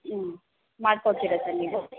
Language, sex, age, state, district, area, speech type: Kannada, female, 18-30, Karnataka, Bangalore Urban, rural, conversation